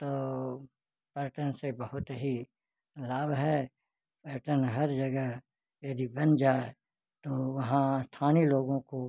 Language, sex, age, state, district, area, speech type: Hindi, male, 60+, Uttar Pradesh, Ghazipur, rural, spontaneous